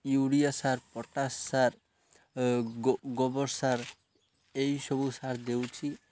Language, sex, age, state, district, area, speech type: Odia, male, 18-30, Odisha, Malkangiri, urban, spontaneous